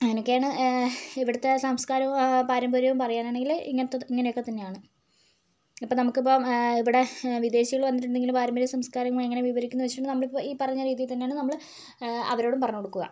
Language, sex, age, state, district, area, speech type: Malayalam, female, 45-60, Kerala, Kozhikode, urban, spontaneous